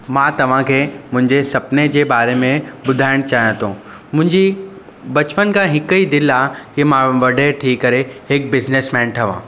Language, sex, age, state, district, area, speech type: Sindhi, male, 18-30, Maharashtra, Mumbai Suburban, urban, spontaneous